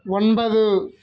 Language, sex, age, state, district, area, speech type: Tamil, male, 30-45, Tamil Nadu, Ariyalur, rural, read